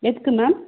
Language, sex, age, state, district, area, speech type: Tamil, female, 45-60, Tamil Nadu, Pudukkottai, rural, conversation